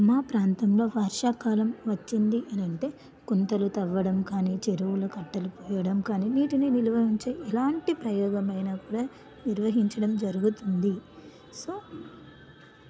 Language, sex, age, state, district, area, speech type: Telugu, female, 30-45, Telangana, Karimnagar, rural, spontaneous